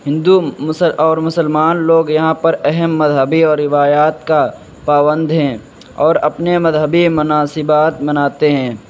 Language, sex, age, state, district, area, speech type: Urdu, male, 60+, Uttar Pradesh, Shahjahanpur, rural, spontaneous